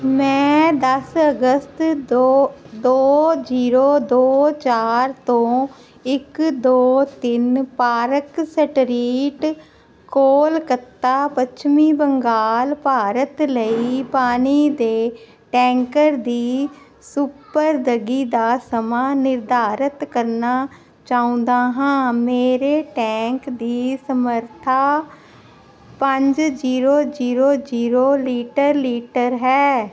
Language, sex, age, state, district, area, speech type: Punjabi, female, 45-60, Punjab, Jalandhar, urban, read